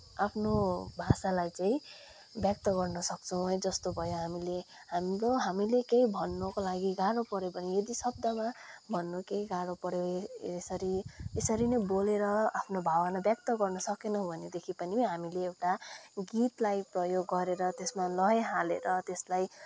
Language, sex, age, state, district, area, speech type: Nepali, male, 18-30, West Bengal, Kalimpong, rural, spontaneous